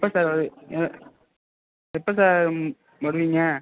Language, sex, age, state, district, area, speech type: Tamil, male, 18-30, Tamil Nadu, Mayiladuthurai, urban, conversation